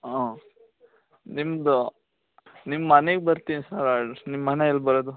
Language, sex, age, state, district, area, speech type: Kannada, male, 18-30, Karnataka, Chikkamagaluru, rural, conversation